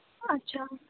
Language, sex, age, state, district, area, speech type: Assamese, female, 18-30, Assam, Kamrup Metropolitan, urban, conversation